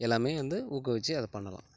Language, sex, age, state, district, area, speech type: Tamil, male, 30-45, Tamil Nadu, Tiruchirappalli, rural, spontaneous